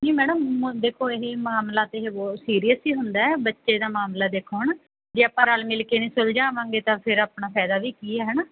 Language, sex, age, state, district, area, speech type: Punjabi, female, 30-45, Punjab, Mansa, urban, conversation